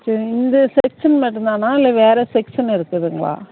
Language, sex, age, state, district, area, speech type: Tamil, female, 45-60, Tamil Nadu, Ariyalur, rural, conversation